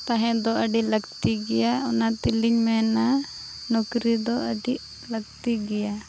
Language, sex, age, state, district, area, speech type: Santali, female, 30-45, Jharkhand, Seraikela Kharsawan, rural, spontaneous